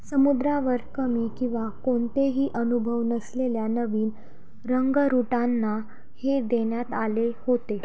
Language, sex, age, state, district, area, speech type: Marathi, female, 18-30, Maharashtra, Nashik, urban, read